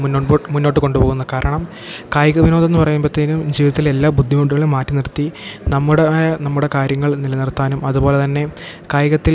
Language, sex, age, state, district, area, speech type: Malayalam, male, 18-30, Kerala, Idukki, rural, spontaneous